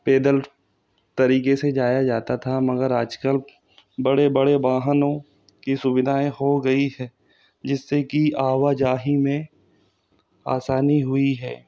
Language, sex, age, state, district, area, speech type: Hindi, male, 18-30, Madhya Pradesh, Bhopal, urban, spontaneous